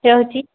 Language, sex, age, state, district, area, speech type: Odia, female, 18-30, Odisha, Subarnapur, urban, conversation